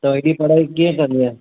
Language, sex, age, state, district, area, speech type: Sindhi, male, 45-60, Maharashtra, Mumbai City, urban, conversation